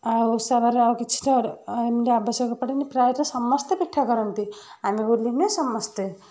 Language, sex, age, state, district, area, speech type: Odia, female, 30-45, Odisha, Kendujhar, urban, spontaneous